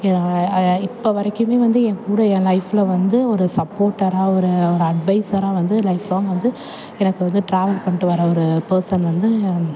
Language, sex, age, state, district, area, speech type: Tamil, female, 30-45, Tamil Nadu, Thanjavur, urban, spontaneous